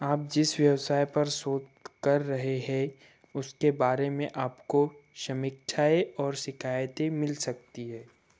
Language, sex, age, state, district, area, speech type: Hindi, male, 18-30, Madhya Pradesh, Betul, rural, read